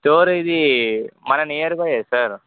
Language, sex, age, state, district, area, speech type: Telugu, male, 18-30, Telangana, Sangareddy, urban, conversation